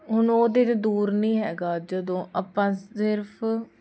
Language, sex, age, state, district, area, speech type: Punjabi, female, 18-30, Punjab, Jalandhar, urban, spontaneous